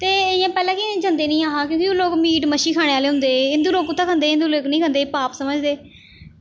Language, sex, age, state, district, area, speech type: Dogri, female, 18-30, Jammu and Kashmir, Jammu, rural, spontaneous